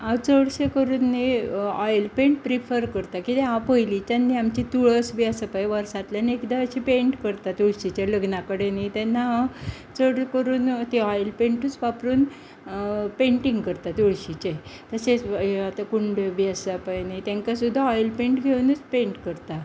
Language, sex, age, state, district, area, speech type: Goan Konkani, female, 60+, Goa, Bardez, rural, spontaneous